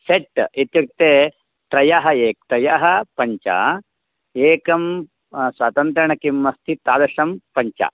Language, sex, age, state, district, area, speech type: Sanskrit, male, 45-60, Karnataka, Bangalore Urban, urban, conversation